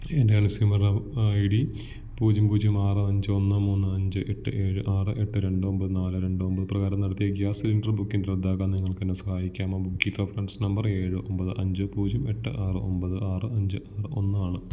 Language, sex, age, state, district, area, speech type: Malayalam, male, 18-30, Kerala, Idukki, rural, read